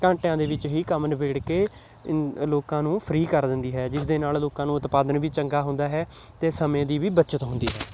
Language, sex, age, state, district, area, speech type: Punjabi, male, 18-30, Punjab, Patiala, rural, spontaneous